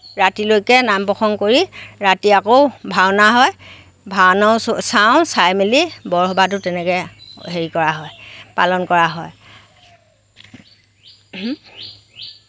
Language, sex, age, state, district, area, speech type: Assamese, female, 60+, Assam, Lakhimpur, rural, spontaneous